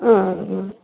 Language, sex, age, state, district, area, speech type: Kannada, female, 60+, Karnataka, Dakshina Kannada, rural, conversation